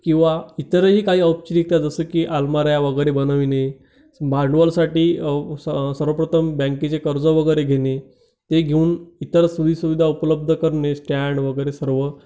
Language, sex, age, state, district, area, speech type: Marathi, male, 30-45, Maharashtra, Amravati, rural, spontaneous